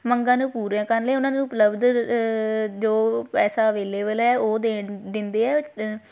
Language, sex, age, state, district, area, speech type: Punjabi, female, 18-30, Punjab, Shaheed Bhagat Singh Nagar, rural, spontaneous